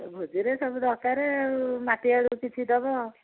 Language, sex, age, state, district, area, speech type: Odia, female, 45-60, Odisha, Angul, rural, conversation